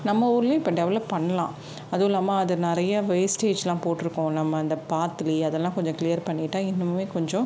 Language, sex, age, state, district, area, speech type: Tamil, female, 45-60, Tamil Nadu, Chennai, urban, spontaneous